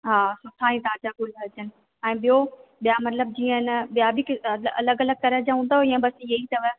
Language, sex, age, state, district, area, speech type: Sindhi, female, 30-45, Rajasthan, Ajmer, urban, conversation